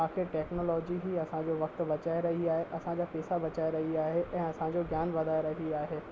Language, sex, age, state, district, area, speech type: Sindhi, male, 18-30, Rajasthan, Ajmer, urban, spontaneous